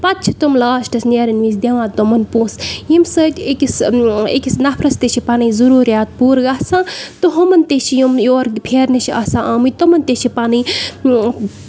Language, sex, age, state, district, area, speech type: Kashmiri, female, 30-45, Jammu and Kashmir, Bandipora, rural, spontaneous